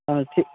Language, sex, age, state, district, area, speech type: Hindi, male, 18-30, Uttar Pradesh, Mirzapur, rural, conversation